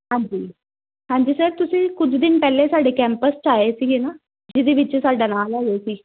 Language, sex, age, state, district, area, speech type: Punjabi, female, 30-45, Punjab, Amritsar, urban, conversation